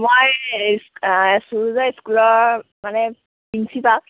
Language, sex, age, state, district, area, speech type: Assamese, female, 45-60, Assam, Sivasagar, rural, conversation